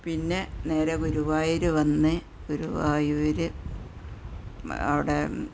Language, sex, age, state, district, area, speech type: Malayalam, female, 60+, Kerala, Malappuram, rural, spontaneous